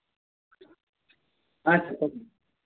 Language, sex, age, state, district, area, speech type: Telugu, male, 30-45, Andhra Pradesh, N T Rama Rao, rural, conversation